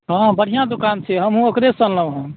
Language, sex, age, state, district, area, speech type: Maithili, male, 30-45, Bihar, Madhubani, rural, conversation